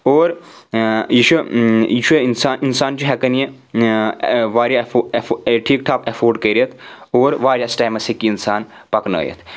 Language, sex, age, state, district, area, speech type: Kashmiri, male, 18-30, Jammu and Kashmir, Anantnag, rural, spontaneous